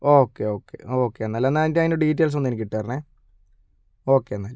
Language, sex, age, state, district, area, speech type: Malayalam, male, 45-60, Kerala, Kozhikode, urban, spontaneous